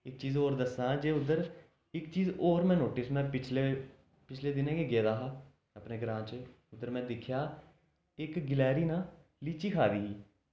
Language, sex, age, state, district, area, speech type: Dogri, male, 18-30, Jammu and Kashmir, Jammu, urban, spontaneous